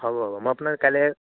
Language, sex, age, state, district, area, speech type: Assamese, male, 30-45, Assam, Morigaon, rural, conversation